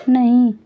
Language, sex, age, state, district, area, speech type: Hindi, female, 18-30, Uttar Pradesh, Mau, rural, read